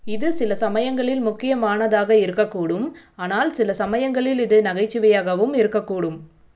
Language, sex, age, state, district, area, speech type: Tamil, female, 30-45, Tamil Nadu, Chennai, urban, read